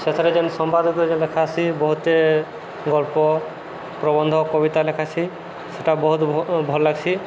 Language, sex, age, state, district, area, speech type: Odia, male, 45-60, Odisha, Subarnapur, urban, spontaneous